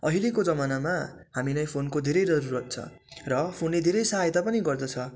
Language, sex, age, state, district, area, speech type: Nepali, male, 18-30, West Bengal, Darjeeling, rural, spontaneous